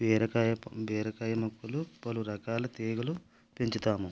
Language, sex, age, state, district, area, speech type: Telugu, male, 45-60, Andhra Pradesh, West Godavari, rural, spontaneous